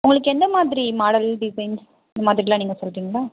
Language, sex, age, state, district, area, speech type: Tamil, female, 18-30, Tamil Nadu, Mayiladuthurai, rural, conversation